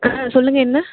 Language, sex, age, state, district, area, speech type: Tamil, female, 30-45, Tamil Nadu, Tiruvarur, rural, conversation